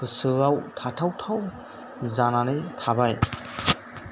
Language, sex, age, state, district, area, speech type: Bodo, male, 30-45, Assam, Chirang, rural, spontaneous